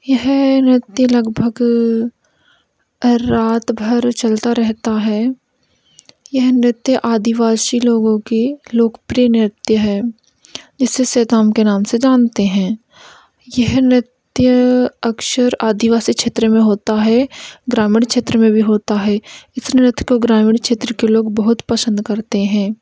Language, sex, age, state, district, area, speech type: Hindi, female, 18-30, Madhya Pradesh, Hoshangabad, rural, spontaneous